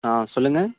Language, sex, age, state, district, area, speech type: Tamil, male, 18-30, Tamil Nadu, Thanjavur, rural, conversation